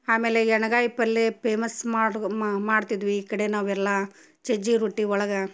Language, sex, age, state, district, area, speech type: Kannada, female, 30-45, Karnataka, Gadag, rural, spontaneous